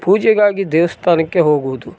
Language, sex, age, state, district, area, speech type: Kannada, male, 45-60, Karnataka, Koppal, rural, spontaneous